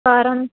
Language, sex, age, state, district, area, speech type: Punjabi, female, 18-30, Punjab, Firozpur, rural, conversation